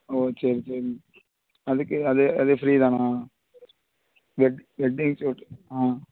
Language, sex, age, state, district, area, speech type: Tamil, male, 30-45, Tamil Nadu, Thoothukudi, rural, conversation